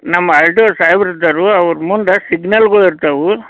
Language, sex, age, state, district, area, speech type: Kannada, male, 45-60, Karnataka, Belgaum, rural, conversation